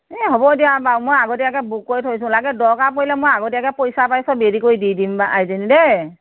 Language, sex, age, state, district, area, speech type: Assamese, female, 60+, Assam, Morigaon, rural, conversation